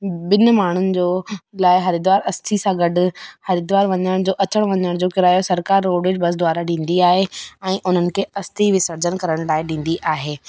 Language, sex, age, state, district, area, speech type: Sindhi, female, 18-30, Rajasthan, Ajmer, urban, spontaneous